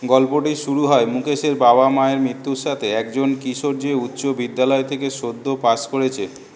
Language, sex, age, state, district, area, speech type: Bengali, male, 45-60, West Bengal, South 24 Parganas, urban, read